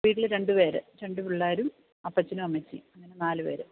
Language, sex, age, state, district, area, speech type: Malayalam, female, 45-60, Kerala, Idukki, rural, conversation